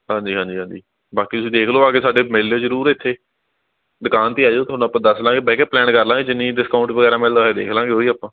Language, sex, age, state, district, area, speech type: Punjabi, male, 18-30, Punjab, Patiala, urban, conversation